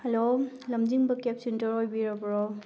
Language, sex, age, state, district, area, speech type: Manipuri, female, 30-45, Manipur, Thoubal, rural, spontaneous